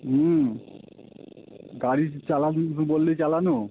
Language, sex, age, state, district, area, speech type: Bengali, male, 30-45, West Bengal, Howrah, urban, conversation